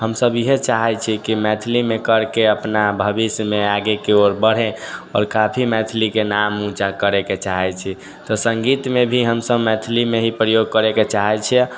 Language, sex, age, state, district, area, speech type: Maithili, male, 18-30, Bihar, Sitamarhi, urban, spontaneous